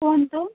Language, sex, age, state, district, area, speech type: Odia, female, 18-30, Odisha, Koraput, urban, conversation